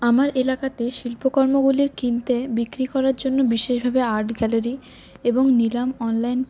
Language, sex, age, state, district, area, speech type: Bengali, female, 18-30, West Bengal, Paschim Bardhaman, urban, spontaneous